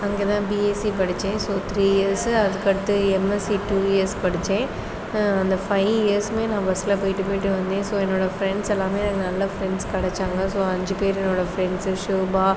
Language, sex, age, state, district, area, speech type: Tamil, female, 30-45, Tamil Nadu, Pudukkottai, rural, spontaneous